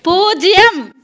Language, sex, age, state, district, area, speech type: Tamil, female, 30-45, Tamil Nadu, Tirupattur, rural, read